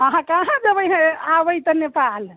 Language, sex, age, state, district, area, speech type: Maithili, female, 30-45, Bihar, Muzaffarpur, rural, conversation